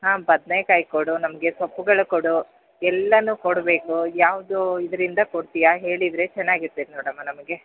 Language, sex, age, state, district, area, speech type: Kannada, female, 45-60, Karnataka, Bellary, rural, conversation